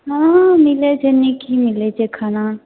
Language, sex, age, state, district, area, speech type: Maithili, female, 18-30, Bihar, Purnia, rural, conversation